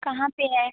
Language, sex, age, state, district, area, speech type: Hindi, female, 18-30, Bihar, Darbhanga, rural, conversation